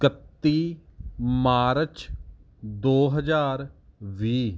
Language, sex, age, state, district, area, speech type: Punjabi, male, 30-45, Punjab, Gurdaspur, rural, spontaneous